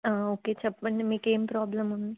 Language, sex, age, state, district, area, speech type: Telugu, female, 18-30, Telangana, Warangal, rural, conversation